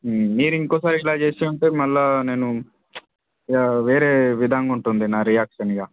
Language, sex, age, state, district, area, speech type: Telugu, male, 18-30, Telangana, Mancherial, rural, conversation